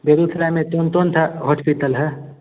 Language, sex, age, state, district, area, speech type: Hindi, male, 18-30, Bihar, Begusarai, rural, conversation